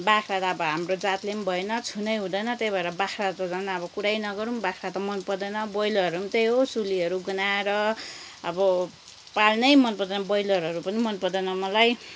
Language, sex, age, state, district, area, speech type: Nepali, female, 30-45, West Bengal, Kalimpong, rural, spontaneous